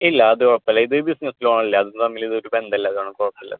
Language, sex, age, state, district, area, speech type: Malayalam, male, 18-30, Kerala, Thrissur, urban, conversation